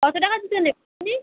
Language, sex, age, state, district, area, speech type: Bengali, female, 18-30, West Bengal, Birbhum, urban, conversation